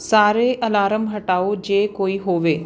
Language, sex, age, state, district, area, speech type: Punjabi, female, 30-45, Punjab, Patiala, urban, read